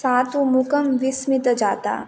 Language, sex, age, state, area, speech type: Sanskrit, female, 18-30, Assam, rural, spontaneous